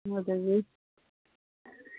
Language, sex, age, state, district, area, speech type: Manipuri, female, 45-60, Manipur, Kangpokpi, urban, conversation